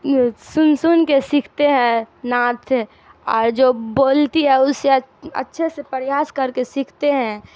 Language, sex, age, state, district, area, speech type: Urdu, female, 18-30, Bihar, Darbhanga, rural, spontaneous